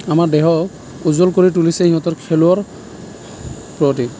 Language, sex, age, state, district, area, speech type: Assamese, male, 18-30, Assam, Sonitpur, rural, spontaneous